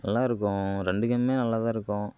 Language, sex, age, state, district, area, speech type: Tamil, male, 18-30, Tamil Nadu, Kallakurichi, urban, spontaneous